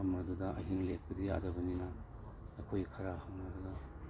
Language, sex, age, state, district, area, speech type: Manipuri, male, 60+, Manipur, Imphal East, urban, spontaneous